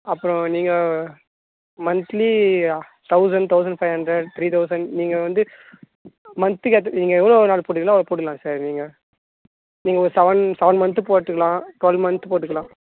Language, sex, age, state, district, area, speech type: Tamil, male, 18-30, Tamil Nadu, Tiruvannamalai, rural, conversation